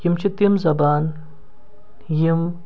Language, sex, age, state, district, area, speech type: Kashmiri, male, 45-60, Jammu and Kashmir, Srinagar, urban, spontaneous